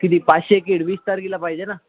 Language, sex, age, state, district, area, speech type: Marathi, male, 18-30, Maharashtra, Nanded, urban, conversation